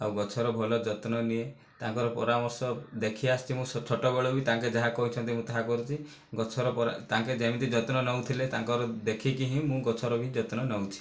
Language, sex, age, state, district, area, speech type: Odia, male, 18-30, Odisha, Kandhamal, rural, spontaneous